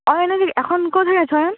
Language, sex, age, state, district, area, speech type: Bengali, female, 18-30, West Bengal, Purba Medinipur, rural, conversation